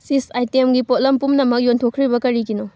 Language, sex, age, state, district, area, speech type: Manipuri, female, 18-30, Manipur, Thoubal, rural, read